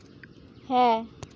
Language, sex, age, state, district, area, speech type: Santali, female, 18-30, West Bengal, Uttar Dinajpur, rural, read